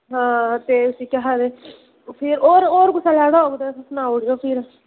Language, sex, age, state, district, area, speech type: Dogri, female, 18-30, Jammu and Kashmir, Reasi, rural, conversation